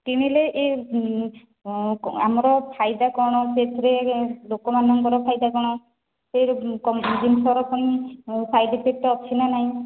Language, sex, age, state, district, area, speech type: Odia, female, 30-45, Odisha, Khordha, rural, conversation